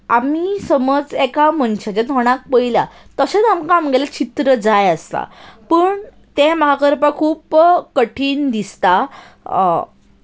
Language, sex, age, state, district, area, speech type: Goan Konkani, female, 18-30, Goa, Salcete, urban, spontaneous